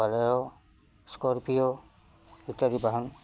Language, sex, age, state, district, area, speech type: Assamese, male, 60+, Assam, Udalguri, rural, spontaneous